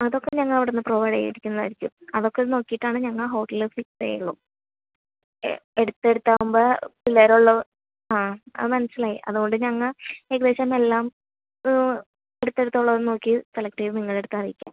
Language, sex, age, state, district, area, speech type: Malayalam, female, 30-45, Kerala, Thrissur, rural, conversation